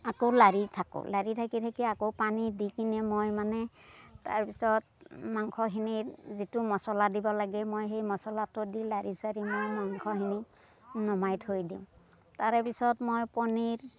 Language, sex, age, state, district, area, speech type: Assamese, female, 45-60, Assam, Darrang, rural, spontaneous